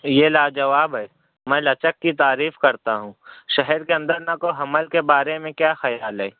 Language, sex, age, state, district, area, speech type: Urdu, male, 30-45, Maharashtra, Nashik, urban, conversation